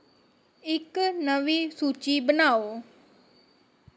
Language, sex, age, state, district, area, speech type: Dogri, female, 30-45, Jammu and Kashmir, Samba, rural, read